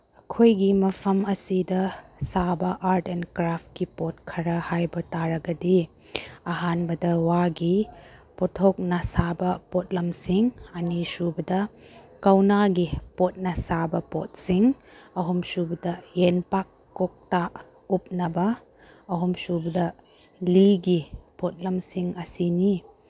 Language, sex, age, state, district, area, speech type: Manipuri, female, 18-30, Manipur, Chandel, rural, spontaneous